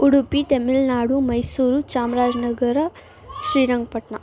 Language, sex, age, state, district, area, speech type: Kannada, female, 18-30, Karnataka, Mysore, urban, spontaneous